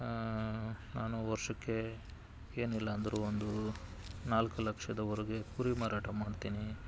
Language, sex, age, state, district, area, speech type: Kannada, male, 45-60, Karnataka, Bangalore Urban, rural, spontaneous